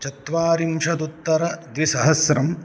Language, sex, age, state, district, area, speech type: Sanskrit, male, 30-45, Karnataka, Udupi, urban, spontaneous